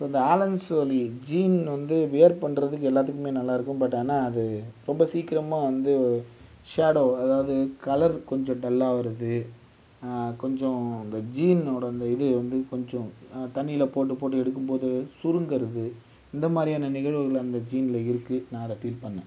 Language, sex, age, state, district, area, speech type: Tamil, male, 30-45, Tamil Nadu, Viluppuram, urban, spontaneous